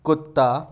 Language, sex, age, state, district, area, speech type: Hindi, male, 18-30, Madhya Pradesh, Bhopal, urban, read